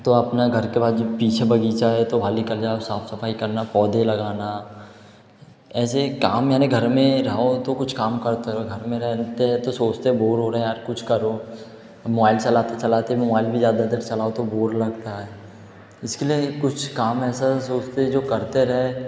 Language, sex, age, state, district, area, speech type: Hindi, male, 18-30, Madhya Pradesh, Betul, urban, spontaneous